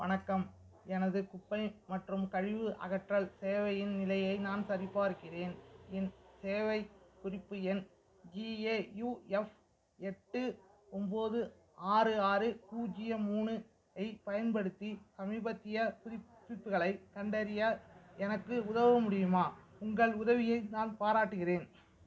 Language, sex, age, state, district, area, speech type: Tamil, male, 30-45, Tamil Nadu, Mayiladuthurai, rural, read